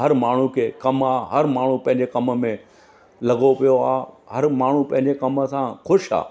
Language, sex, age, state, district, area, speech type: Sindhi, male, 45-60, Gujarat, Surat, urban, spontaneous